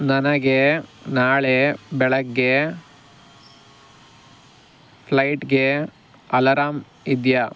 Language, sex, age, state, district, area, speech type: Kannada, male, 45-60, Karnataka, Bangalore Rural, rural, read